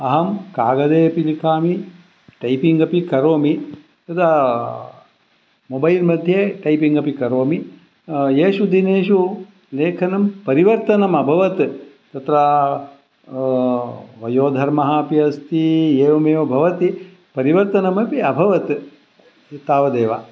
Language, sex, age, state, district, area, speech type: Sanskrit, male, 60+, Karnataka, Shimoga, rural, spontaneous